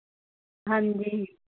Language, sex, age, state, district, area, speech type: Punjabi, female, 45-60, Punjab, Mohali, urban, conversation